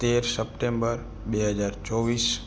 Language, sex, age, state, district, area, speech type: Gujarati, male, 45-60, Gujarat, Morbi, urban, spontaneous